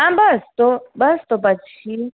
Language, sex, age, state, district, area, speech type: Gujarati, female, 45-60, Gujarat, Surat, urban, conversation